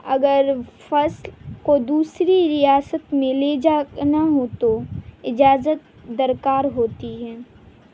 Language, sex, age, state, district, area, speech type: Urdu, female, 18-30, Bihar, Madhubani, rural, spontaneous